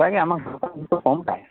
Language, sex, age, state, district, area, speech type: Assamese, male, 18-30, Assam, Lakhimpur, rural, conversation